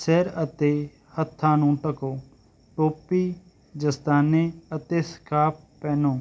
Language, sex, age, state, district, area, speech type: Punjabi, male, 30-45, Punjab, Barnala, rural, spontaneous